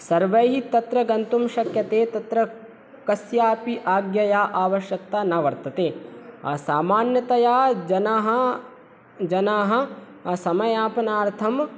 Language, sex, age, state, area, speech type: Sanskrit, male, 18-30, Madhya Pradesh, rural, spontaneous